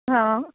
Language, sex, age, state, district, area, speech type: Odia, female, 18-30, Odisha, Koraput, urban, conversation